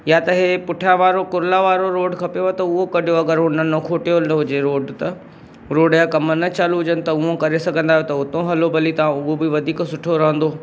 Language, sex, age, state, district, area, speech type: Sindhi, male, 45-60, Maharashtra, Mumbai Suburban, urban, spontaneous